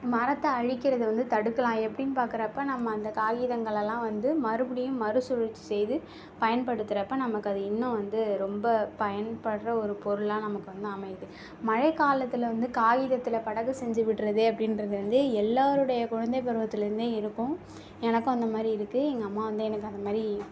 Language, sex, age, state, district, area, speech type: Tamil, female, 18-30, Tamil Nadu, Mayiladuthurai, rural, spontaneous